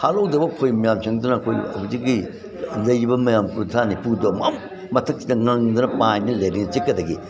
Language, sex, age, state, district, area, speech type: Manipuri, male, 60+, Manipur, Imphal East, rural, spontaneous